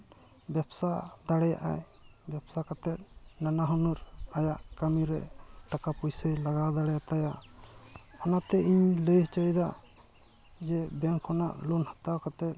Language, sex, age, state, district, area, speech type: Santali, male, 30-45, West Bengal, Jhargram, rural, spontaneous